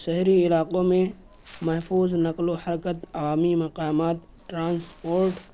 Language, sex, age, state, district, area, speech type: Urdu, male, 18-30, Uttar Pradesh, Balrampur, rural, spontaneous